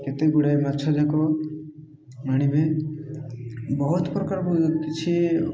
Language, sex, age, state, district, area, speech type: Odia, male, 30-45, Odisha, Koraput, urban, spontaneous